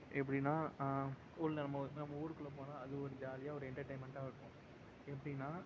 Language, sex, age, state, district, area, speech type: Tamil, male, 18-30, Tamil Nadu, Perambalur, urban, spontaneous